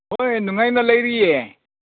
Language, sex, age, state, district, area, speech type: Manipuri, male, 30-45, Manipur, Senapati, urban, conversation